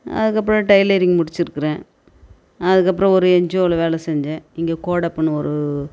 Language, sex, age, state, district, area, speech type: Tamil, female, 45-60, Tamil Nadu, Tiruvannamalai, rural, spontaneous